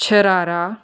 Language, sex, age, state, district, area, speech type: Punjabi, female, 18-30, Punjab, Hoshiarpur, rural, spontaneous